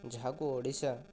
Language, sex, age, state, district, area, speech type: Odia, male, 30-45, Odisha, Kandhamal, rural, spontaneous